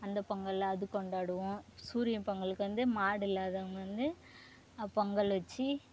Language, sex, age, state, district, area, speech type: Tamil, female, 18-30, Tamil Nadu, Kallakurichi, rural, spontaneous